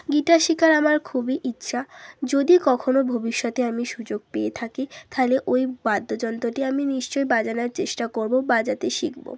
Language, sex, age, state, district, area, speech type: Bengali, female, 30-45, West Bengal, Hooghly, urban, spontaneous